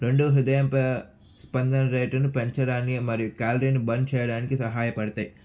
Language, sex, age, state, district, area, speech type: Telugu, male, 18-30, Andhra Pradesh, Sri Balaji, urban, spontaneous